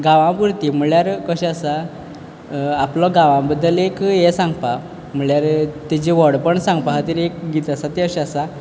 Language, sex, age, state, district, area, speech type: Goan Konkani, male, 18-30, Goa, Quepem, rural, spontaneous